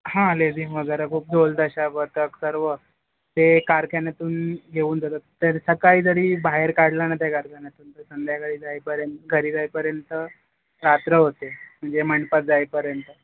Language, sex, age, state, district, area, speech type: Marathi, male, 18-30, Maharashtra, Ratnagiri, urban, conversation